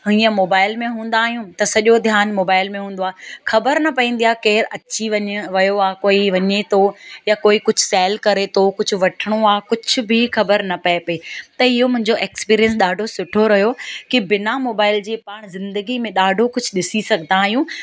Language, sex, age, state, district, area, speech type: Sindhi, female, 30-45, Gujarat, Surat, urban, spontaneous